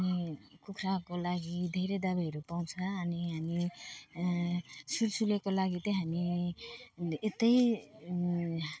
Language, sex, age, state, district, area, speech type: Nepali, female, 45-60, West Bengal, Alipurduar, rural, spontaneous